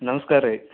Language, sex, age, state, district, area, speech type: Kannada, male, 30-45, Karnataka, Gadag, urban, conversation